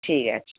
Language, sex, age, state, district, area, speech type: Bengali, female, 30-45, West Bengal, Darjeeling, rural, conversation